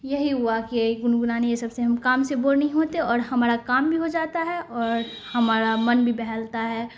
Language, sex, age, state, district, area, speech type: Urdu, female, 18-30, Bihar, Khagaria, rural, spontaneous